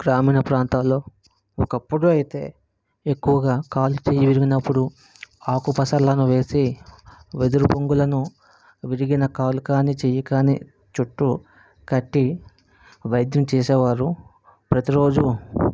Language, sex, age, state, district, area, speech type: Telugu, male, 18-30, Andhra Pradesh, Vizianagaram, rural, spontaneous